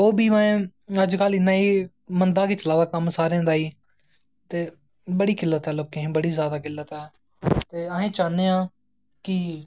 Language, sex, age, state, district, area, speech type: Dogri, male, 18-30, Jammu and Kashmir, Jammu, rural, spontaneous